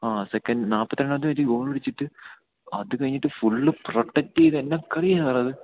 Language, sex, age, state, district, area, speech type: Malayalam, male, 18-30, Kerala, Idukki, rural, conversation